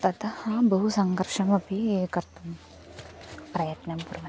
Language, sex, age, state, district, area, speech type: Sanskrit, female, 18-30, Kerala, Thrissur, urban, spontaneous